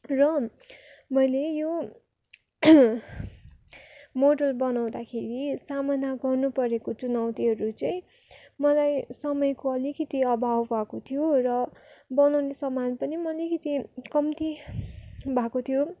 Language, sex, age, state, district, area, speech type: Nepali, female, 30-45, West Bengal, Darjeeling, rural, spontaneous